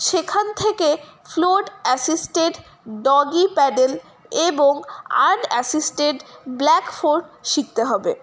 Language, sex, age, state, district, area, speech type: Bengali, female, 18-30, West Bengal, Paschim Bardhaman, rural, spontaneous